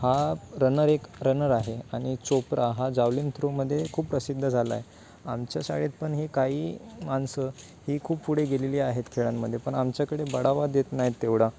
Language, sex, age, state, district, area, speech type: Marathi, male, 18-30, Maharashtra, Ratnagiri, rural, spontaneous